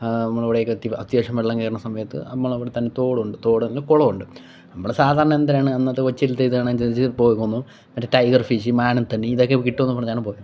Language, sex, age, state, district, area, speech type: Malayalam, male, 18-30, Kerala, Kollam, rural, spontaneous